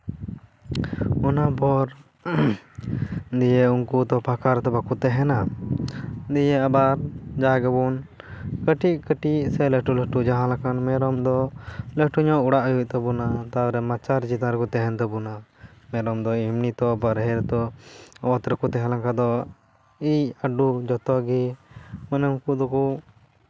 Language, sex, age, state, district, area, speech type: Santali, male, 18-30, West Bengal, Purba Bardhaman, rural, spontaneous